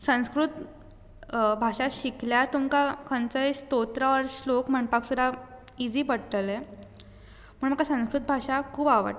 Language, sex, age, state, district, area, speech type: Goan Konkani, female, 18-30, Goa, Bardez, rural, spontaneous